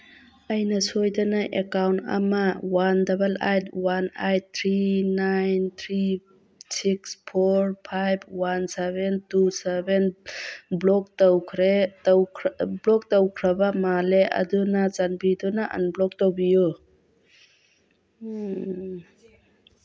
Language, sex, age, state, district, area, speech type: Manipuri, female, 45-60, Manipur, Churachandpur, rural, read